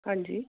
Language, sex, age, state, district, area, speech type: Punjabi, female, 30-45, Punjab, Gurdaspur, rural, conversation